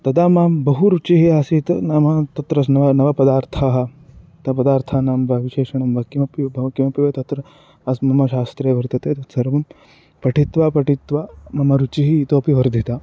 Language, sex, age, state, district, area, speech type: Sanskrit, male, 18-30, Karnataka, Shimoga, rural, spontaneous